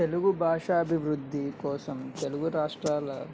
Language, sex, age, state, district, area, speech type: Telugu, male, 18-30, Andhra Pradesh, N T Rama Rao, urban, spontaneous